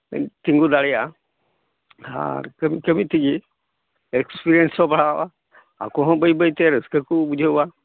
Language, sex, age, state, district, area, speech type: Santali, male, 45-60, West Bengal, Malda, rural, conversation